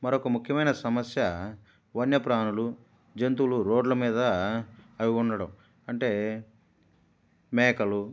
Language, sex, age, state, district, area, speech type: Telugu, male, 45-60, Andhra Pradesh, Kadapa, rural, spontaneous